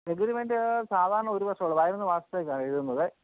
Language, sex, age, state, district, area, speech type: Malayalam, male, 45-60, Kerala, Kottayam, rural, conversation